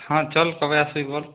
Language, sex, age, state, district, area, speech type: Bengali, male, 18-30, West Bengal, Purulia, urban, conversation